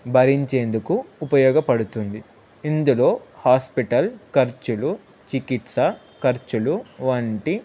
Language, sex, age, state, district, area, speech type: Telugu, male, 18-30, Telangana, Ranga Reddy, urban, spontaneous